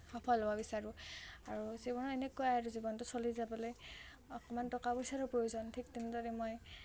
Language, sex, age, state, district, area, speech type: Assamese, female, 18-30, Assam, Nalbari, rural, spontaneous